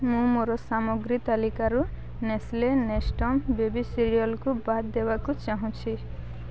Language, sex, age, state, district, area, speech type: Odia, female, 18-30, Odisha, Balangir, urban, read